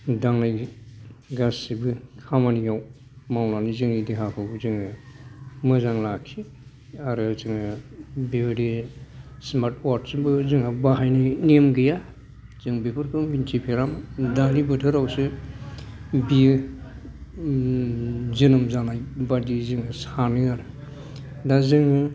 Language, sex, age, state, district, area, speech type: Bodo, male, 60+, Assam, Kokrajhar, urban, spontaneous